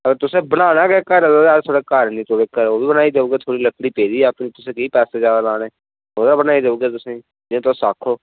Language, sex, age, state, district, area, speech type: Dogri, male, 18-30, Jammu and Kashmir, Reasi, rural, conversation